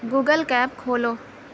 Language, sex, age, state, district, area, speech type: Urdu, male, 18-30, Uttar Pradesh, Mau, urban, read